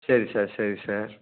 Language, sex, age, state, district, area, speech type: Tamil, male, 30-45, Tamil Nadu, Tiruppur, rural, conversation